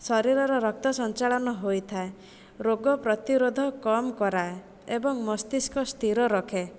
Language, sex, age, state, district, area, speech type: Odia, female, 30-45, Odisha, Jajpur, rural, spontaneous